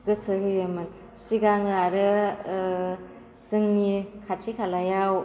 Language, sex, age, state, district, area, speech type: Bodo, female, 18-30, Assam, Baksa, rural, spontaneous